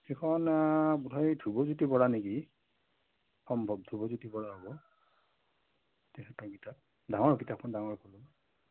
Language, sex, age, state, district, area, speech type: Assamese, female, 60+, Assam, Morigaon, urban, conversation